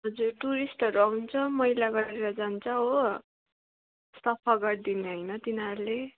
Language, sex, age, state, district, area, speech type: Nepali, female, 18-30, West Bengal, Darjeeling, rural, conversation